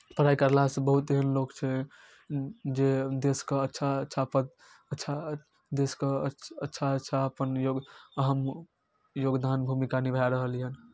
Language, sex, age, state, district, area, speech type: Maithili, male, 18-30, Bihar, Darbhanga, rural, spontaneous